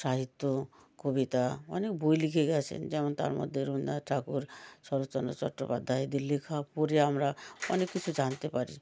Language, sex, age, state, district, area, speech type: Bengali, female, 60+, West Bengal, South 24 Parganas, rural, spontaneous